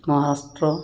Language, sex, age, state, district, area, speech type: Santali, male, 30-45, West Bengal, Dakshin Dinajpur, rural, spontaneous